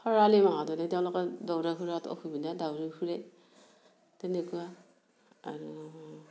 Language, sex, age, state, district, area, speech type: Assamese, female, 60+, Assam, Darrang, rural, spontaneous